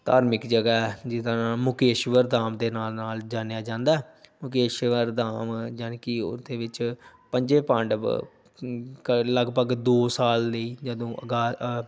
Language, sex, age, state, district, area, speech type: Punjabi, male, 30-45, Punjab, Pathankot, rural, spontaneous